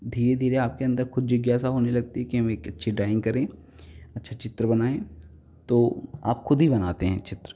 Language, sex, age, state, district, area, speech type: Hindi, male, 45-60, Uttar Pradesh, Lucknow, rural, spontaneous